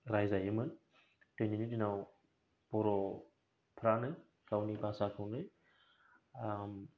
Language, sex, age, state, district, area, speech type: Bodo, male, 18-30, Assam, Kokrajhar, rural, spontaneous